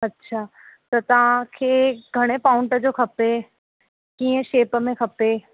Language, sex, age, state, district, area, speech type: Sindhi, female, 18-30, Rajasthan, Ajmer, urban, conversation